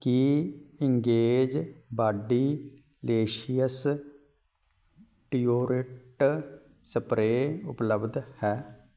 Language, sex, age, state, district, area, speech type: Punjabi, male, 30-45, Punjab, Fatehgarh Sahib, urban, read